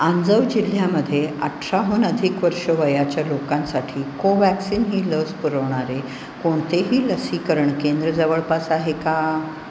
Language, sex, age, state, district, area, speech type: Marathi, female, 60+, Maharashtra, Pune, urban, read